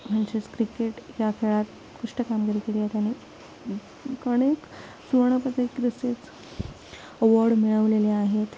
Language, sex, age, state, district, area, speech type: Marathi, female, 18-30, Maharashtra, Sindhudurg, rural, spontaneous